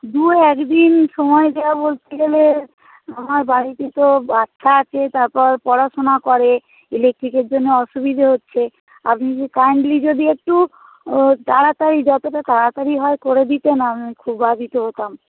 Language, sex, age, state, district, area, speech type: Bengali, female, 45-60, West Bengal, Hooghly, rural, conversation